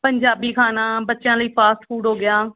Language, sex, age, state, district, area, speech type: Punjabi, female, 30-45, Punjab, Rupnagar, urban, conversation